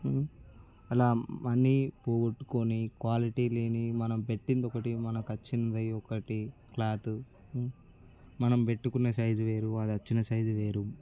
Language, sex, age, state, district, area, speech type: Telugu, male, 18-30, Telangana, Nirmal, rural, spontaneous